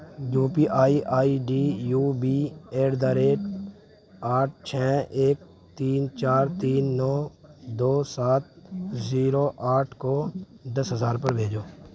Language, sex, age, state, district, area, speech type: Urdu, male, 18-30, Uttar Pradesh, Saharanpur, urban, read